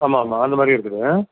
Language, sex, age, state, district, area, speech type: Tamil, male, 60+, Tamil Nadu, Virudhunagar, rural, conversation